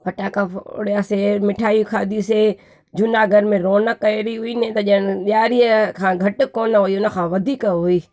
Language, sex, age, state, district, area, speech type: Sindhi, female, 30-45, Gujarat, Junagadh, urban, spontaneous